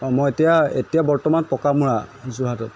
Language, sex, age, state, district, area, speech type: Assamese, male, 30-45, Assam, Jorhat, urban, spontaneous